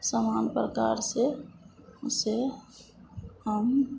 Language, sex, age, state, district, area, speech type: Hindi, female, 30-45, Bihar, Madhepura, rural, spontaneous